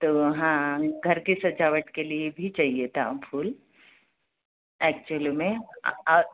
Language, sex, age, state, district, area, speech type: Hindi, female, 60+, Madhya Pradesh, Balaghat, rural, conversation